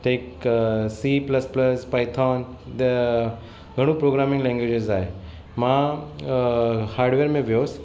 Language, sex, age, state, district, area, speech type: Sindhi, male, 45-60, Maharashtra, Mumbai Suburban, urban, spontaneous